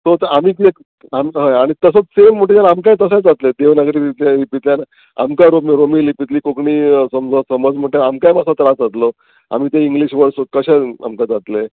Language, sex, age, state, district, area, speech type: Goan Konkani, male, 45-60, Goa, Murmgao, rural, conversation